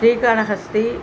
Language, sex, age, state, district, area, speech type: Telugu, female, 60+, Andhra Pradesh, Nellore, urban, spontaneous